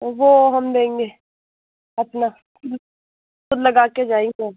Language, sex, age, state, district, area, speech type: Hindi, female, 18-30, Rajasthan, Nagaur, rural, conversation